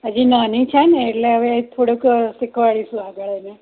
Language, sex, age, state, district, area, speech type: Gujarati, female, 60+, Gujarat, Kheda, rural, conversation